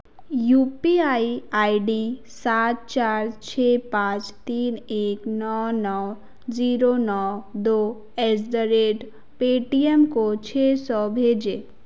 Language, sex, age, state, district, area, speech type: Hindi, female, 30-45, Madhya Pradesh, Betul, rural, read